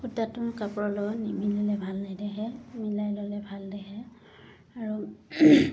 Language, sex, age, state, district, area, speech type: Assamese, female, 30-45, Assam, Udalguri, rural, spontaneous